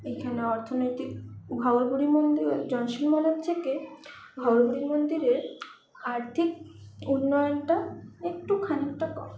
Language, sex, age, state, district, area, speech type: Bengali, female, 30-45, West Bengal, Paschim Bardhaman, urban, spontaneous